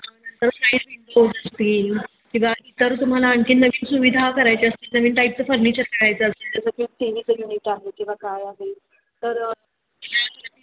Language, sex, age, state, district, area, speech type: Marathi, female, 30-45, Maharashtra, Satara, urban, conversation